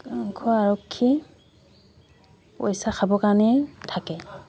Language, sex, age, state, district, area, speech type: Assamese, female, 30-45, Assam, Dibrugarh, rural, spontaneous